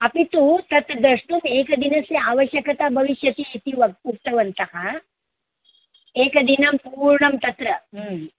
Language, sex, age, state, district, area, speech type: Sanskrit, female, 60+, Maharashtra, Mumbai City, urban, conversation